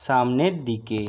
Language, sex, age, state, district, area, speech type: Bengali, male, 45-60, West Bengal, Jhargram, rural, read